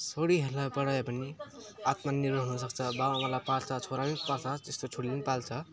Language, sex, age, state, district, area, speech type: Nepali, male, 18-30, West Bengal, Alipurduar, urban, spontaneous